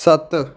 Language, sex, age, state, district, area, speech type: Punjabi, male, 18-30, Punjab, Patiala, urban, read